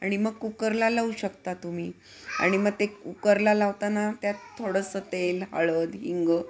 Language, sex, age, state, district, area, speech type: Marathi, female, 60+, Maharashtra, Pune, urban, spontaneous